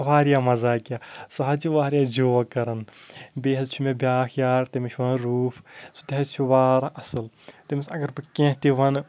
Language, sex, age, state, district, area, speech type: Kashmiri, male, 30-45, Jammu and Kashmir, Kulgam, rural, spontaneous